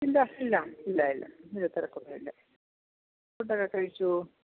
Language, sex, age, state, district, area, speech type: Malayalam, female, 45-60, Kerala, Idukki, rural, conversation